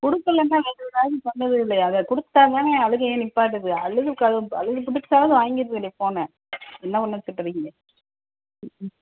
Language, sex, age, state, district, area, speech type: Tamil, female, 30-45, Tamil Nadu, Pudukkottai, urban, conversation